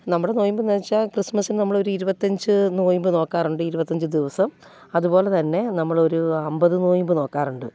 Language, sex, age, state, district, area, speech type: Malayalam, female, 30-45, Kerala, Alappuzha, rural, spontaneous